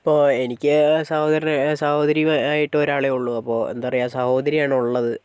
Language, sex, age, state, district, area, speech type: Malayalam, male, 45-60, Kerala, Wayanad, rural, spontaneous